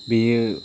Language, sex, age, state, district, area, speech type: Bodo, male, 30-45, Assam, Chirang, rural, spontaneous